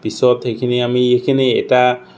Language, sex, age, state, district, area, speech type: Assamese, male, 60+, Assam, Morigaon, rural, spontaneous